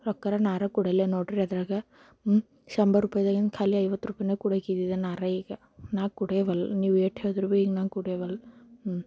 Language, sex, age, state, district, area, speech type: Kannada, female, 18-30, Karnataka, Bidar, rural, spontaneous